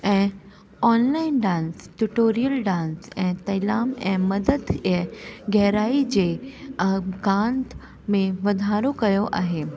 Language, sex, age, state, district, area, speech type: Sindhi, female, 18-30, Delhi, South Delhi, urban, spontaneous